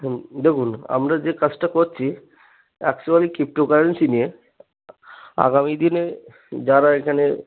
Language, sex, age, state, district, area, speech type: Bengali, male, 30-45, West Bengal, Cooch Behar, urban, conversation